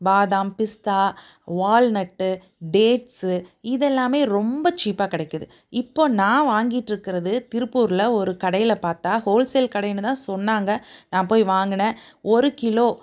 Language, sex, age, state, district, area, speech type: Tamil, female, 45-60, Tamil Nadu, Tiruppur, urban, spontaneous